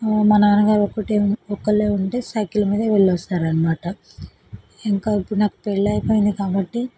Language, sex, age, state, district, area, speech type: Telugu, female, 18-30, Telangana, Vikarabad, urban, spontaneous